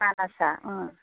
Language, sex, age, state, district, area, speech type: Bodo, female, 60+, Assam, Kokrajhar, urban, conversation